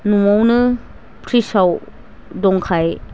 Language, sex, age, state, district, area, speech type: Bodo, female, 45-60, Assam, Chirang, rural, spontaneous